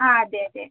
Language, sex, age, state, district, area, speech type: Malayalam, female, 30-45, Kerala, Kozhikode, urban, conversation